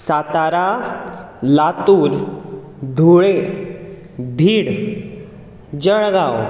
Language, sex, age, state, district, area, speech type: Goan Konkani, male, 18-30, Goa, Bardez, urban, spontaneous